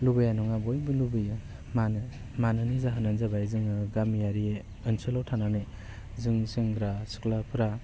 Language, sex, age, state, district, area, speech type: Bodo, male, 30-45, Assam, Baksa, urban, spontaneous